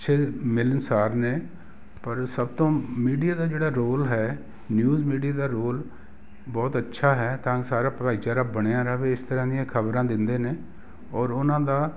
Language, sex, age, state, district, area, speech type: Punjabi, male, 60+, Punjab, Jalandhar, urban, spontaneous